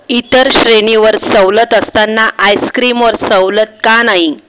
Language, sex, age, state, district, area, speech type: Marathi, female, 30-45, Maharashtra, Buldhana, rural, read